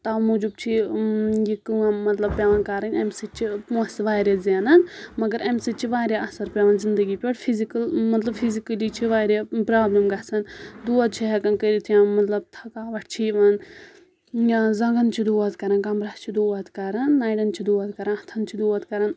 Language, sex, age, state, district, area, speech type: Kashmiri, female, 18-30, Jammu and Kashmir, Anantnag, rural, spontaneous